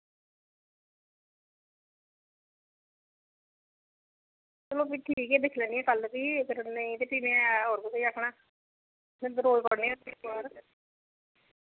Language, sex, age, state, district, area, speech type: Dogri, female, 45-60, Jammu and Kashmir, Reasi, rural, conversation